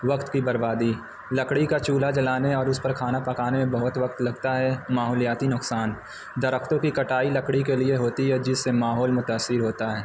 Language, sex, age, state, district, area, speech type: Urdu, male, 30-45, Uttar Pradesh, Azamgarh, rural, spontaneous